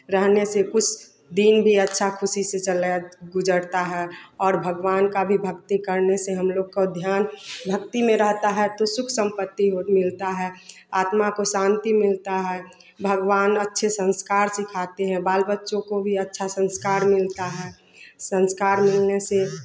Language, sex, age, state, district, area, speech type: Hindi, female, 30-45, Bihar, Samastipur, rural, spontaneous